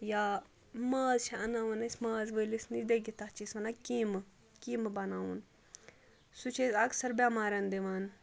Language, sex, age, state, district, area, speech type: Kashmiri, female, 30-45, Jammu and Kashmir, Ganderbal, rural, spontaneous